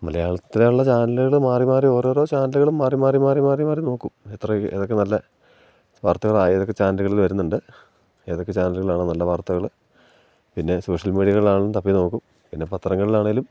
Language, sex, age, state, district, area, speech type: Malayalam, male, 45-60, Kerala, Idukki, rural, spontaneous